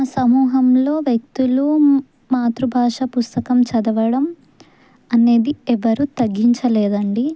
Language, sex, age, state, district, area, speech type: Telugu, female, 18-30, Telangana, Sangareddy, rural, spontaneous